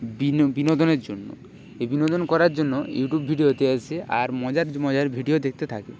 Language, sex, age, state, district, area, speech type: Bengali, male, 30-45, West Bengal, Purba Medinipur, rural, spontaneous